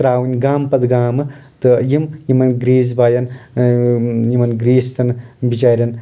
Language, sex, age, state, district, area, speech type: Kashmiri, male, 18-30, Jammu and Kashmir, Anantnag, rural, spontaneous